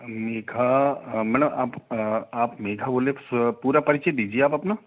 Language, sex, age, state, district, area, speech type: Hindi, male, 45-60, Madhya Pradesh, Gwalior, urban, conversation